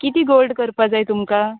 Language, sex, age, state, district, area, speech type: Goan Konkani, female, 30-45, Goa, Quepem, rural, conversation